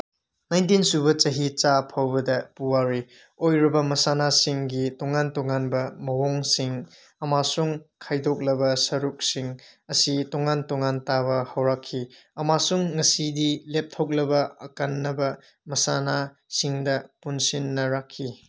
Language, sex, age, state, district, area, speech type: Manipuri, male, 18-30, Manipur, Senapati, urban, read